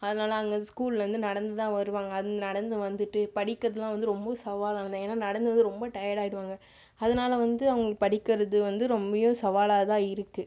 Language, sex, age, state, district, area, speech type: Tamil, female, 30-45, Tamil Nadu, Viluppuram, rural, spontaneous